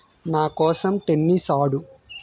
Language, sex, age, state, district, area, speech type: Telugu, male, 30-45, Andhra Pradesh, Vizianagaram, rural, read